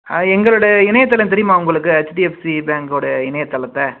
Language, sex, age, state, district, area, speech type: Tamil, male, 60+, Tamil Nadu, Pudukkottai, rural, conversation